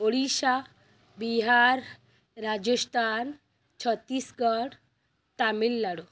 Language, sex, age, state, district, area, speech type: Odia, female, 30-45, Odisha, Kendrapara, urban, spontaneous